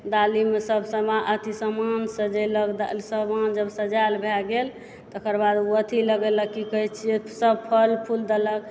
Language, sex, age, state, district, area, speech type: Maithili, female, 30-45, Bihar, Supaul, urban, spontaneous